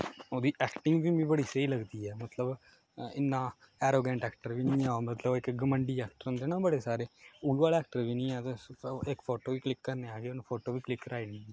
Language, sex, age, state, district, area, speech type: Dogri, male, 18-30, Jammu and Kashmir, Kathua, rural, spontaneous